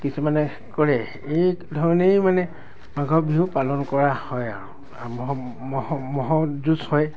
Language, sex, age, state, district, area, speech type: Assamese, male, 60+, Assam, Dibrugarh, rural, spontaneous